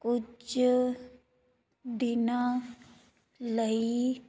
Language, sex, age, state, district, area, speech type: Punjabi, female, 30-45, Punjab, Fazilka, rural, read